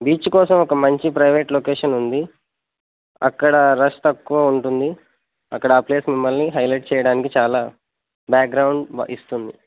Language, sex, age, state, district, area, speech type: Telugu, male, 18-30, Telangana, Nagarkurnool, urban, conversation